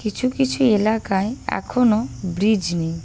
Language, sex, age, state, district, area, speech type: Bengali, female, 18-30, West Bengal, Paschim Medinipur, urban, spontaneous